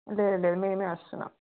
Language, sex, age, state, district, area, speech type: Telugu, female, 18-30, Telangana, Hyderabad, urban, conversation